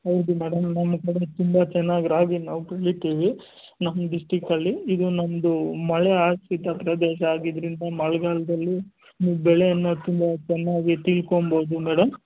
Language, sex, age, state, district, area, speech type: Kannada, male, 60+, Karnataka, Kolar, rural, conversation